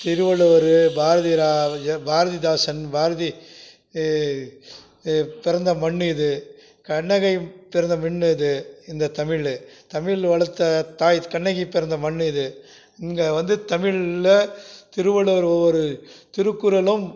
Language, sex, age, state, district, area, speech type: Tamil, male, 60+, Tamil Nadu, Krishnagiri, rural, spontaneous